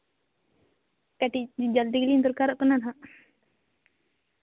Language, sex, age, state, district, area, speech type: Santali, female, 18-30, Jharkhand, Seraikela Kharsawan, rural, conversation